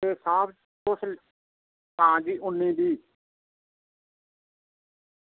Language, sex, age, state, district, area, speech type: Dogri, male, 60+, Jammu and Kashmir, Reasi, rural, conversation